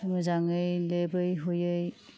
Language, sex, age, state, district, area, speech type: Bodo, female, 30-45, Assam, Kokrajhar, rural, spontaneous